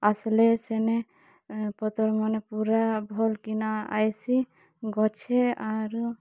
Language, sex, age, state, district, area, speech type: Odia, female, 45-60, Odisha, Kalahandi, rural, spontaneous